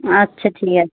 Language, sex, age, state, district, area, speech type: Bengali, female, 30-45, West Bengal, Dakshin Dinajpur, urban, conversation